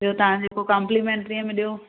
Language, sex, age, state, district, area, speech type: Sindhi, female, 45-60, Maharashtra, Thane, urban, conversation